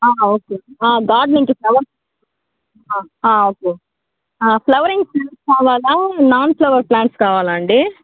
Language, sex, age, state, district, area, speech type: Telugu, female, 60+, Andhra Pradesh, Chittoor, rural, conversation